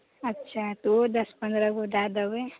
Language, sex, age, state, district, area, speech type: Maithili, female, 18-30, Bihar, Saharsa, urban, conversation